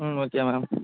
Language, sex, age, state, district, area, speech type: Tamil, male, 18-30, Tamil Nadu, Tiruvarur, urban, conversation